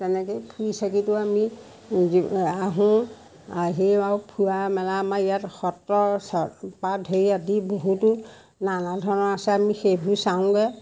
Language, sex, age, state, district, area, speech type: Assamese, female, 60+, Assam, Majuli, urban, spontaneous